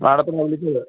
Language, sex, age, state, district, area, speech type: Malayalam, male, 60+, Kerala, Kollam, rural, conversation